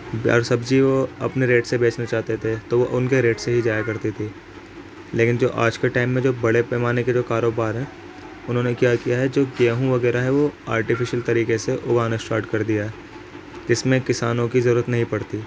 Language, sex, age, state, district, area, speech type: Urdu, male, 18-30, Uttar Pradesh, Ghaziabad, urban, spontaneous